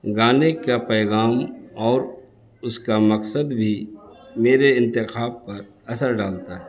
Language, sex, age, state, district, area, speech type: Urdu, male, 60+, Bihar, Gaya, urban, spontaneous